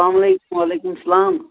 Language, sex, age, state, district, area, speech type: Kashmiri, male, 60+, Jammu and Kashmir, Srinagar, urban, conversation